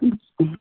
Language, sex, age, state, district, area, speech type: Hindi, female, 45-60, Uttar Pradesh, Lucknow, rural, conversation